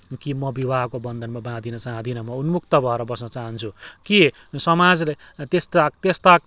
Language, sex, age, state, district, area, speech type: Nepali, male, 45-60, West Bengal, Kalimpong, rural, spontaneous